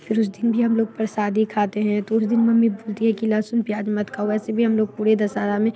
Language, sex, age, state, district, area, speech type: Hindi, female, 18-30, Bihar, Muzaffarpur, rural, spontaneous